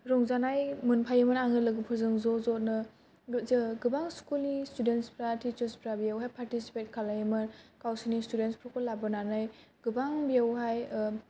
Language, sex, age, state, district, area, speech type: Bodo, female, 18-30, Assam, Kokrajhar, urban, spontaneous